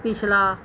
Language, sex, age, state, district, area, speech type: Punjabi, female, 45-60, Punjab, Bathinda, urban, read